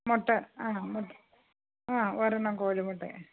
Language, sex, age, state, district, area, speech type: Malayalam, female, 45-60, Kerala, Thiruvananthapuram, urban, conversation